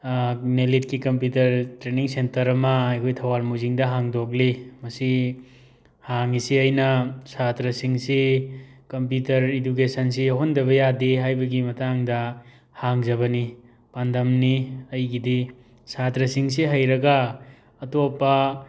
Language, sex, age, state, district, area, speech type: Manipuri, male, 30-45, Manipur, Thoubal, urban, spontaneous